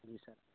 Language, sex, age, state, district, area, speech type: Urdu, male, 18-30, Uttar Pradesh, Ghaziabad, urban, conversation